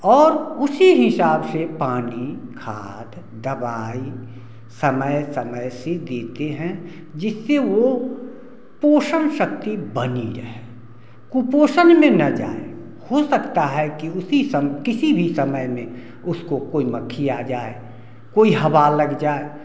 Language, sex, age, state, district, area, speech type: Hindi, male, 60+, Bihar, Samastipur, rural, spontaneous